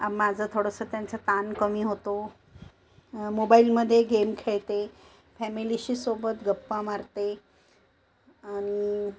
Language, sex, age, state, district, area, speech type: Marathi, female, 45-60, Maharashtra, Nagpur, urban, spontaneous